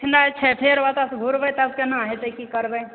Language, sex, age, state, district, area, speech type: Maithili, female, 30-45, Bihar, Supaul, rural, conversation